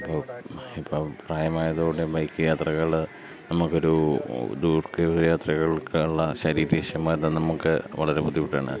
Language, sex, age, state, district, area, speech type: Malayalam, male, 30-45, Kerala, Pathanamthitta, urban, spontaneous